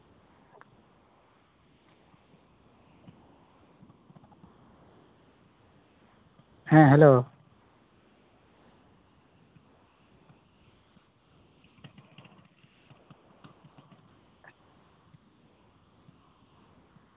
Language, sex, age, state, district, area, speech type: Santali, male, 18-30, West Bengal, Uttar Dinajpur, rural, conversation